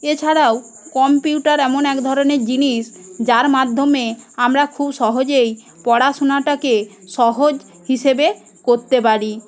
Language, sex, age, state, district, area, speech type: Bengali, female, 18-30, West Bengal, Paschim Medinipur, rural, spontaneous